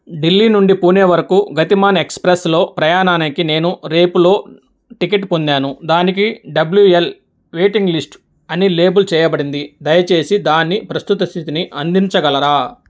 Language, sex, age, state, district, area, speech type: Telugu, male, 30-45, Andhra Pradesh, Nellore, urban, read